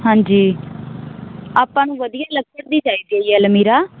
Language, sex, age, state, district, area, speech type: Punjabi, female, 18-30, Punjab, Muktsar, urban, conversation